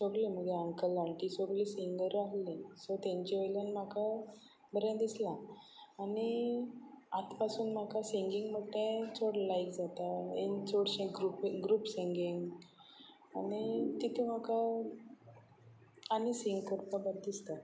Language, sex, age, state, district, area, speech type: Goan Konkani, female, 45-60, Goa, Sanguem, rural, spontaneous